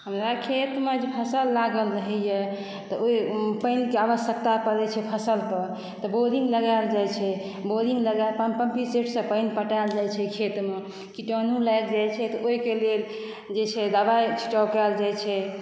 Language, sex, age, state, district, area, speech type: Maithili, female, 60+, Bihar, Saharsa, rural, spontaneous